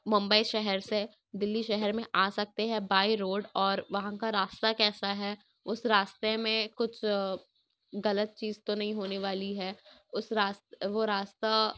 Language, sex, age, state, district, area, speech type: Urdu, female, 60+, Uttar Pradesh, Gautam Buddha Nagar, rural, spontaneous